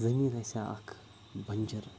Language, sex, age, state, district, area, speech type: Kashmiri, male, 18-30, Jammu and Kashmir, Ganderbal, rural, spontaneous